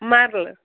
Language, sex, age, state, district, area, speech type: Kashmiri, female, 30-45, Jammu and Kashmir, Srinagar, rural, conversation